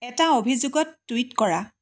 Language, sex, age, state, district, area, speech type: Assamese, female, 45-60, Assam, Dibrugarh, rural, read